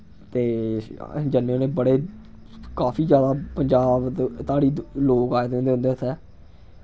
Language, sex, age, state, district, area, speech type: Dogri, male, 18-30, Jammu and Kashmir, Samba, rural, spontaneous